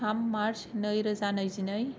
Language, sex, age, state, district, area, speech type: Bodo, female, 18-30, Assam, Kokrajhar, rural, spontaneous